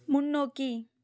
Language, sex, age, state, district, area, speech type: Tamil, female, 18-30, Tamil Nadu, Madurai, rural, read